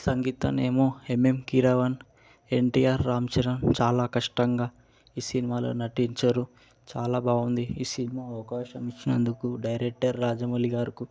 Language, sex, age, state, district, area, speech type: Telugu, male, 18-30, Telangana, Mahbubnagar, urban, spontaneous